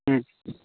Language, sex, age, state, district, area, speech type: Assamese, male, 30-45, Assam, Morigaon, rural, conversation